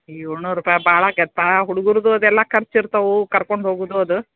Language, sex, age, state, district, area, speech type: Kannada, female, 45-60, Karnataka, Dharwad, urban, conversation